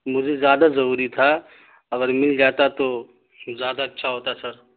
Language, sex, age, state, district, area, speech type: Urdu, male, 18-30, Bihar, Darbhanga, urban, conversation